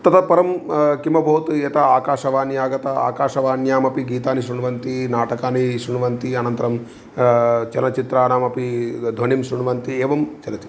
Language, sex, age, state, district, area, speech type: Sanskrit, male, 30-45, Telangana, Karimnagar, rural, spontaneous